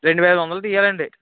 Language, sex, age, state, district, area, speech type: Telugu, male, 18-30, Andhra Pradesh, Eluru, urban, conversation